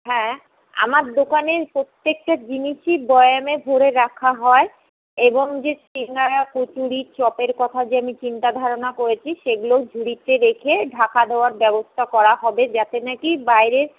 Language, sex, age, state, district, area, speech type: Bengali, female, 30-45, West Bengal, Paschim Bardhaman, urban, conversation